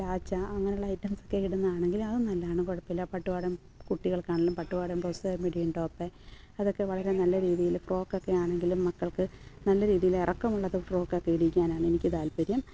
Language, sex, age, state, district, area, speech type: Malayalam, female, 30-45, Kerala, Alappuzha, rural, spontaneous